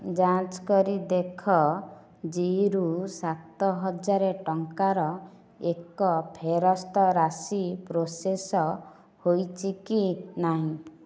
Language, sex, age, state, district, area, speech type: Odia, female, 30-45, Odisha, Nayagarh, rural, read